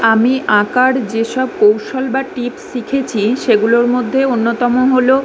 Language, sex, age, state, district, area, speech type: Bengali, female, 18-30, West Bengal, Kolkata, urban, spontaneous